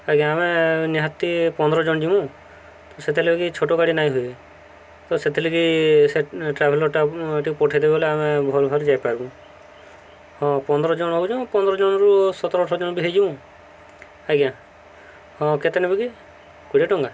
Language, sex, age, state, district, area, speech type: Odia, male, 18-30, Odisha, Subarnapur, urban, spontaneous